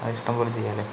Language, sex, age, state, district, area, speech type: Malayalam, male, 30-45, Kerala, Palakkad, urban, spontaneous